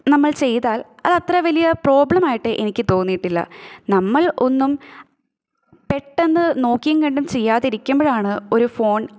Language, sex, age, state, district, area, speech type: Malayalam, female, 18-30, Kerala, Thrissur, rural, spontaneous